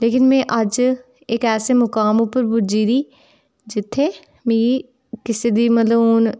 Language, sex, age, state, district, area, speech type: Dogri, female, 18-30, Jammu and Kashmir, Udhampur, rural, spontaneous